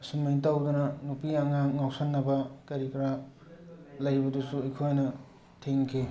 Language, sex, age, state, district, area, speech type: Manipuri, male, 45-60, Manipur, Tengnoupal, urban, spontaneous